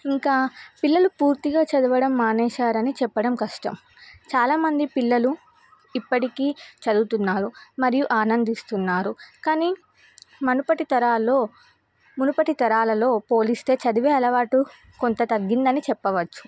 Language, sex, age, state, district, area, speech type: Telugu, female, 18-30, Telangana, Nizamabad, urban, spontaneous